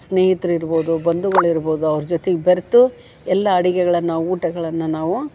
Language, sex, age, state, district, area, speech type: Kannada, female, 60+, Karnataka, Gadag, rural, spontaneous